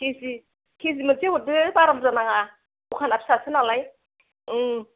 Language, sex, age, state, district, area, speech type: Bodo, female, 45-60, Assam, Kokrajhar, rural, conversation